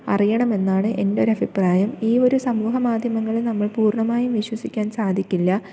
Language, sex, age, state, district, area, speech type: Malayalam, female, 18-30, Kerala, Thiruvananthapuram, rural, spontaneous